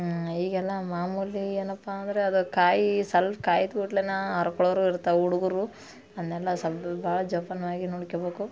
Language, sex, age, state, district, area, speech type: Kannada, female, 30-45, Karnataka, Dharwad, urban, spontaneous